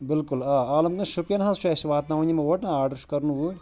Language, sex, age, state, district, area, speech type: Kashmiri, male, 30-45, Jammu and Kashmir, Shopian, rural, spontaneous